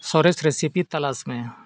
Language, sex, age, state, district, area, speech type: Santali, male, 45-60, Jharkhand, Bokaro, rural, read